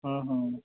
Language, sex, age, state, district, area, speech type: Punjabi, male, 30-45, Punjab, Bathinda, rural, conversation